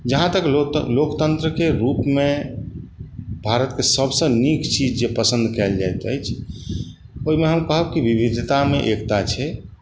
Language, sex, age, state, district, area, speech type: Maithili, male, 45-60, Bihar, Darbhanga, urban, spontaneous